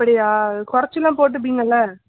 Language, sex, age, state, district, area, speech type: Tamil, female, 18-30, Tamil Nadu, Nagapattinam, rural, conversation